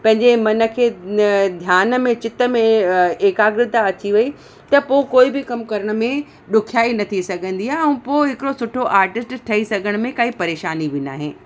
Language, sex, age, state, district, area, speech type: Sindhi, female, 30-45, Uttar Pradesh, Lucknow, urban, spontaneous